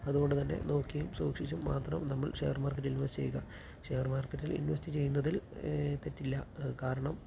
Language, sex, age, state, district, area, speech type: Malayalam, male, 30-45, Kerala, Palakkad, urban, spontaneous